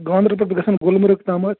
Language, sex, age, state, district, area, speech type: Kashmiri, male, 30-45, Jammu and Kashmir, Bandipora, rural, conversation